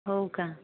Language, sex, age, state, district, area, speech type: Marathi, female, 18-30, Maharashtra, Gondia, rural, conversation